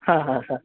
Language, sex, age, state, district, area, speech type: Sanskrit, male, 30-45, Karnataka, Udupi, urban, conversation